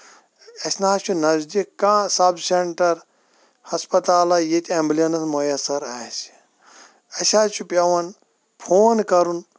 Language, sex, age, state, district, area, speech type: Kashmiri, female, 45-60, Jammu and Kashmir, Shopian, rural, spontaneous